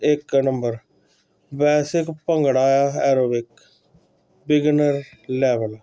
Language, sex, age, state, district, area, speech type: Punjabi, male, 45-60, Punjab, Hoshiarpur, urban, spontaneous